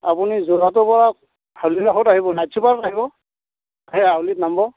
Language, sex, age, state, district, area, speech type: Assamese, male, 45-60, Assam, Barpeta, rural, conversation